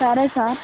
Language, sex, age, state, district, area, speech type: Telugu, female, 18-30, Andhra Pradesh, Guntur, urban, conversation